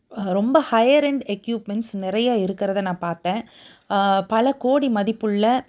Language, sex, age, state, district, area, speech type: Tamil, female, 45-60, Tamil Nadu, Tiruppur, urban, spontaneous